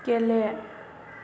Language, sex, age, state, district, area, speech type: Bodo, female, 18-30, Assam, Chirang, urban, read